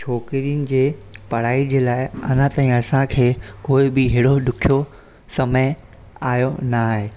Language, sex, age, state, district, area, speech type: Sindhi, male, 18-30, Gujarat, Surat, urban, spontaneous